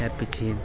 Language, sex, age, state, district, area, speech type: Nepali, male, 18-30, West Bengal, Kalimpong, rural, spontaneous